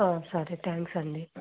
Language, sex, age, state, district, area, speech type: Telugu, female, 18-30, Andhra Pradesh, Anantapur, rural, conversation